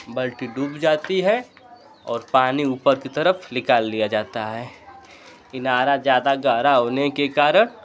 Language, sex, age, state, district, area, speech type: Hindi, male, 18-30, Uttar Pradesh, Ghazipur, urban, spontaneous